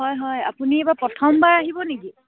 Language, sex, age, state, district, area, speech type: Assamese, female, 18-30, Assam, Dibrugarh, urban, conversation